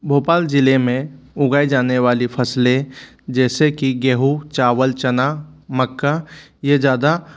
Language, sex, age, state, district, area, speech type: Hindi, male, 30-45, Madhya Pradesh, Bhopal, urban, spontaneous